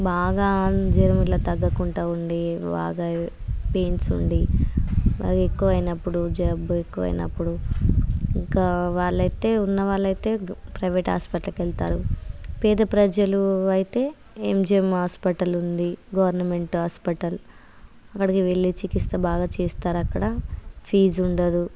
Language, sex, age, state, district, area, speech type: Telugu, female, 30-45, Telangana, Hanamkonda, rural, spontaneous